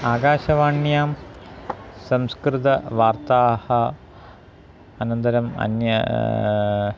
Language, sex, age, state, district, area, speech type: Sanskrit, male, 45-60, Kerala, Thiruvananthapuram, urban, spontaneous